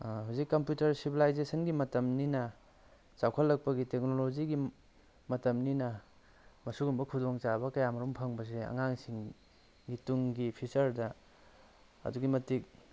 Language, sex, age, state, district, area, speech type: Manipuri, male, 45-60, Manipur, Tengnoupal, rural, spontaneous